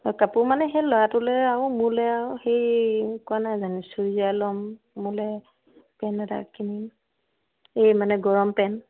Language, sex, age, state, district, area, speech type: Assamese, female, 45-60, Assam, Sivasagar, rural, conversation